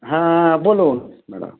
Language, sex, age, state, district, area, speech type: Bengali, male, 45-60, West Bengal, Dakshin Dinajpur, rural, conversation